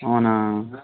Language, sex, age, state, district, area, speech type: Telugu, male, 18-30, Telangana, Medchal, urban, conversation